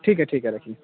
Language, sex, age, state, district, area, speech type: Urdu, male, 18-30, Bihar, Saharsa, rural, conversation